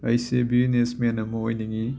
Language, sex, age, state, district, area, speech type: Manipuri, male, 18-30, Manipur, Imphal West, rural, spontaneous